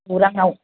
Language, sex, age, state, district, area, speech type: Bodo, female, 30-45, Assam, Kokrajhar, rural, conversation